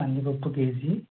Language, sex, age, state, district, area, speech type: Telugu, male, 30-45, Andhra Pradesh, West Godavari, rural, conversation